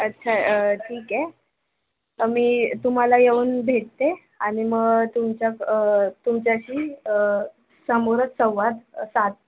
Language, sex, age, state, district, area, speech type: Marathi, female, 18-30, Maharashtra, Thane, urban, conversation